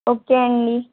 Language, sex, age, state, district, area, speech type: Telugu, female, 18-30, Telangana, Kamareddy, urban, conversation